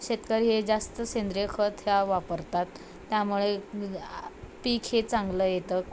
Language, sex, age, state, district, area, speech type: Marathi, female, 18-30, Maharashtra, Osmanabad, rural, spontaneous